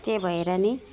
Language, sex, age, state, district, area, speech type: Nepali, female, 45-60, West Bengal, Alipurduar, urban, spontaneous